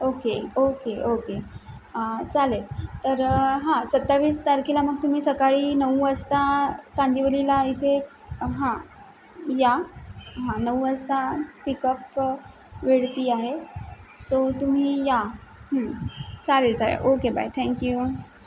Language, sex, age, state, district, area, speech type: Marathi, female, 18-30, Maharashtra, Mumbai City, urban, spontaneous